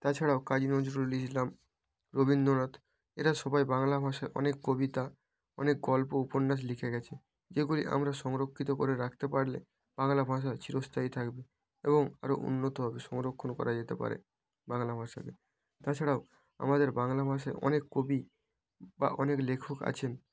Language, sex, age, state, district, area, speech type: Bengali, male, 18-30, West Bengal, North 24 Parganas, rural, spontaneous